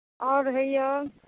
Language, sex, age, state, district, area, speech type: Maithili, female, 18-30, Bihar, Madhubani, rural, conversation